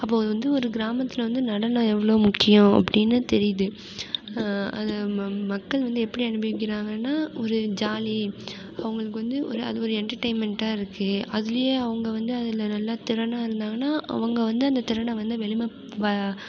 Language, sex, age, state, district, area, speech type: Tamil, female, 18-30, Tamil Nadu, Mayiladuthurai, urban, spontaneous